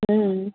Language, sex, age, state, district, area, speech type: Hindi, female, 60+, Uttar Pradesh, Bhadohi, urban, conversation